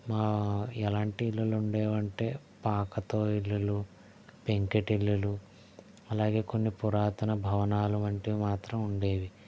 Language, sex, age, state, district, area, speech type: Telugu, male, 18-30, Andhra Pradesh, East Godavari, rural, spontaneous